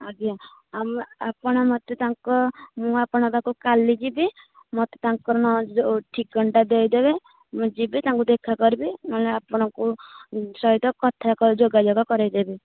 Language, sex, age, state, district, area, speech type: Odia, female, 30-45, Odisha, Nayagarh, rural, conversation